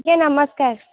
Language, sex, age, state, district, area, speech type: Odia, female, 18-30, Odisha, Kendujhar, urban, conversation